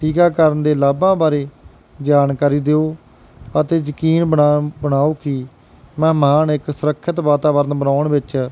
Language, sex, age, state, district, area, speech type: Punjabi, male, 30-45, Punjab, Barnala, urban, spontaneous